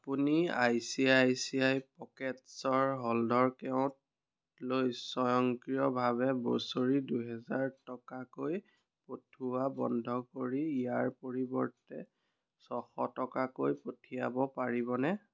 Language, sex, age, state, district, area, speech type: Assamese, male, 30-45, Assam, Biswanath, rural, read